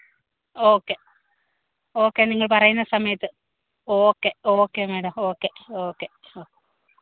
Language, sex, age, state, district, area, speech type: Malayalam, female, 30-45, Kerala, Kollam, rural, conversation